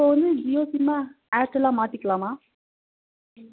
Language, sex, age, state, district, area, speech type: Tamil, female, 18-30, Tamil Nadu, Nilgiris, rural, conversation